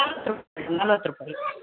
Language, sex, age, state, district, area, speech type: Kannada, female, 45-60, Karnataka, Dakshina Kannada, rural, conversation